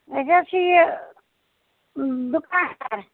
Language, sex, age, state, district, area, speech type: Kashmiri, female, 45-60, Jammu and Kashmir, Ganderbal, rural, conversation